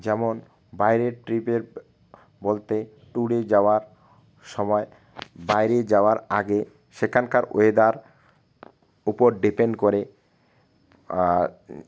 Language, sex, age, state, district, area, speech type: Bengali, male, 30-45, West Bengal, Alipurduar, rural, spontaneous